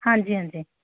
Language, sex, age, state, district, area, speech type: Punjabi, female, 30-45, Punjab, Amritsar, urban, conversation